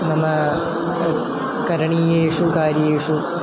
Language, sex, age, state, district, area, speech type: Sanskrit, male, 18-30, Kerala, Thrissur, rural, spontaneous